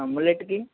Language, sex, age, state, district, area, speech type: Telugu, male, 18-30, Andhra Pradesh, Eluru, urban, conversation